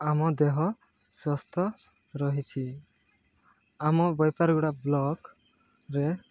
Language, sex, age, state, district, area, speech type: Odia, male, 30-45, Odisha, Koraput, urban, spontaneous